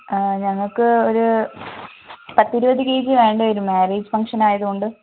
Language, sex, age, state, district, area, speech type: Malayalam, female, 18-30, Kerala, Wayanad, rural, conversation